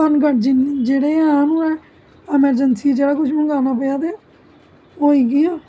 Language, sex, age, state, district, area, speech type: Dogri, female, 30-45, Jammu and Kashmir, Jammu, urban, spontaneous